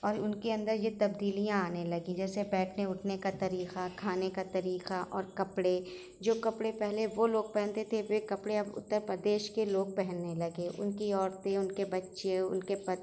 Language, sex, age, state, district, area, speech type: Urdu, female, 30-45, Uttar Pradesh, Shahjahanpur, urban, spontaneous